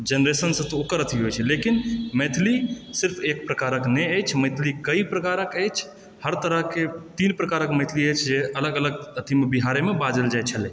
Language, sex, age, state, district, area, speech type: Maithili, male, 18-30, Bihar, Supaul, urban, spontaneous